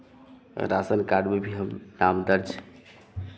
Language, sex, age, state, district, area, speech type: Hindi, male, 30-45, Bihar, Madhepura, rural, spontaneous